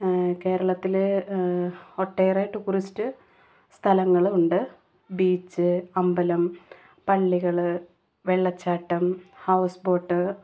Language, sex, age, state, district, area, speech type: Malayalam, female, 30-45, Kerala, Ernakulam, urban, spontaneous